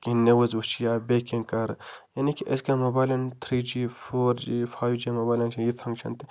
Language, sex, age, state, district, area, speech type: Kashmiri, male, 30-45, Jammu and Kashmir, Budgam, rural, spontaneous